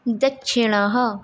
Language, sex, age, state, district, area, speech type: Sanskrit, female, 18-30, Odisha, Mayurbhanj, rural, read